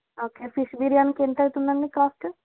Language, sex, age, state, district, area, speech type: Telugu, female, 30-45, Telangana, Karimnagar, rural, conversation